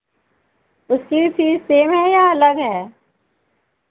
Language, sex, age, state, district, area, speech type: Hindi, female, 45-60, Uttar Pradesh, Ayodhya, rural, conversation